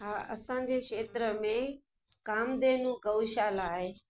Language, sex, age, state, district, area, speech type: Sindhi, female, 60+, Gujarat, Kutch, urban, spontaneous